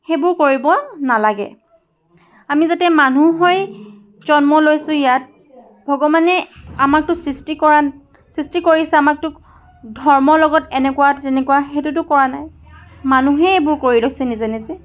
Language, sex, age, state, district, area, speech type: Assamese, female, 18-30, Assam, Charaideo, urban, spontaneous